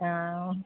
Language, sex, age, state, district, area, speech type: Kannada, female, 30-45, Karnataka, Udupi, rural, conversation